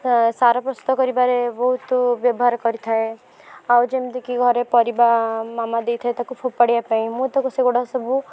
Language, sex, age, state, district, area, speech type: Odia, female, 18-30, Odisha, Puri, urban, spontaneous